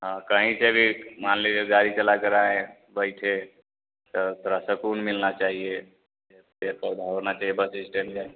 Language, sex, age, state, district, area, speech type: Hindi, male, 30-45, Bihar, Vaishali, urban, conversation